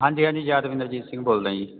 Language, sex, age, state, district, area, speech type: Punjabi, male, 30-45, Punjab, Fatehgarh Sahib, urban, conversation